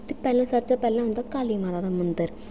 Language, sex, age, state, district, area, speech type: Dogri, female, 18-30, Jammu and Kashmir, Udhampur, rural, spontaneous